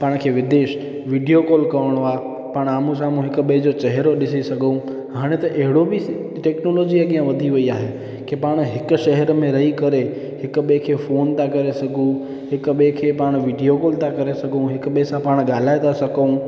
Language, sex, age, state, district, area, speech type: Sindhi, male, 18-30, Gujarat, Junagadh, rural, spontaneous